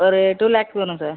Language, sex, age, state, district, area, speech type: Tamil, male, 18-30, Tamil Nadu, Mayiladuthurai, urban, conversation